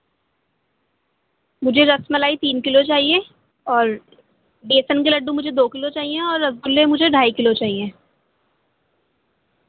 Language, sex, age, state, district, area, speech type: Urdu, female, 18-30, Delhi, North East Delhi, urban, conversation